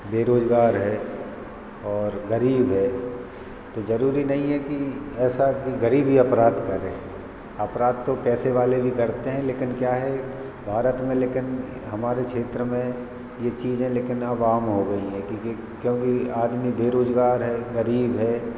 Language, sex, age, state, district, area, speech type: Hindi, male, 30-45, Madhya Pradesh, Hoshangabad, rural, spontaneous